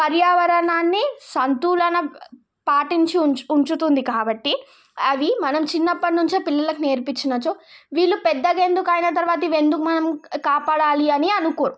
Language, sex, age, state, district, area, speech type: Telugu, female, 18-30, Telangana, Nizamabad, rural, spontaneous